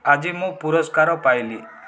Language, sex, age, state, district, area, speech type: Odia, male, 30-45, Odisha, Rayagada, urban, read